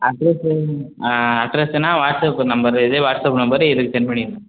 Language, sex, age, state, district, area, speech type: Tamil, male, 30-45, Tamil Nadu, Sivaganga, rural, conversation